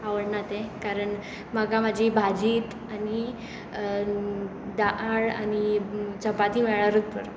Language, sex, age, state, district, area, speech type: Goan Konkani, female, 18-30, Goa, Tiswadi, rural, spontaneous